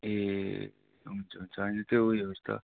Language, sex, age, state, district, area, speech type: Nepali, male, 30-45, West Bengal, Darjeeling, rural, conversation